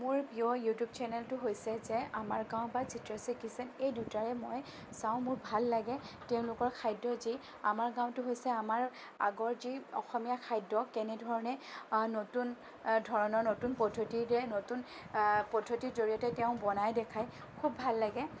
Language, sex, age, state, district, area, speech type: Assamese, female, 30-45, Assam, Sonitpur, rural, spontaneous